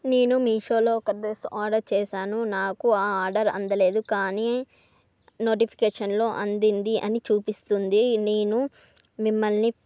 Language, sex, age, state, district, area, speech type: Telugu, female, 45-60, Andhra Pradesh, Srikakulam, urban, spontaneous